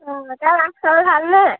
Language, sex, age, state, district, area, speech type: Assamese, female, 18-30, Assam, Majuli, urban, conversation